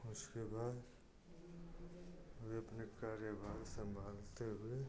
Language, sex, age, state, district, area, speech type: Hindi, male, 30-45, Uttar Pradesh, Ghazipur, rural, spontaneous